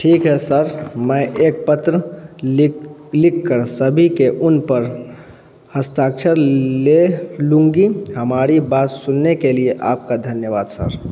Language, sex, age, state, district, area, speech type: Hindi, male, 18-30, Bihar, Vaishali, rural, read